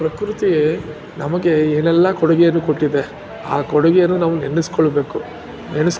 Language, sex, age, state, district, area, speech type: Kannada, male, 45-60, Karnataka, Ramanagara, urban, spontaneous